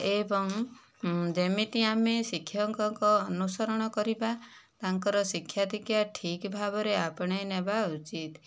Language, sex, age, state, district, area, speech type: Odia, female, 60+, Odisha, Kandhamal, rural, spontaneous